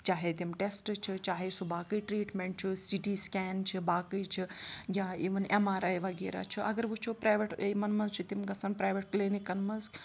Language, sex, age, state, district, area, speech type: Kashmiri, female, 30-45, Jammu and Kashmir, Srinagar, rural, spontaneous